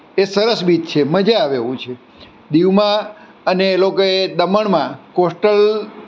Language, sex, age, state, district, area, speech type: Gujarati, male, 60+, Gujarat, Surat, urban, spontaneous